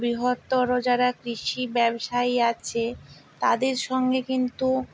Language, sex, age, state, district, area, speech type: Bengali, female, 60+, West Bengal, Purba Medinipur, rural, spontaneous